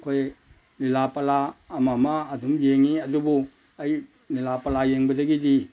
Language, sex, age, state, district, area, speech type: Manipuri, male, 60+, Manipur, Imphal East, rural, spontaneous